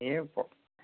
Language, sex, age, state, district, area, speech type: Assamese, male, 60+, Assam, Darrang, rural, conversation